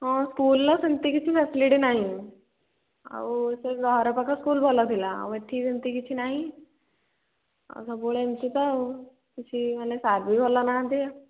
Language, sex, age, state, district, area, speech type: Odia, female, 18-30, Odisha, Dhenkanal, rural, conversation